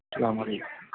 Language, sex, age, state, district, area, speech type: Urdu, male, 45-60, Delhi, South Delhi, urban, conversation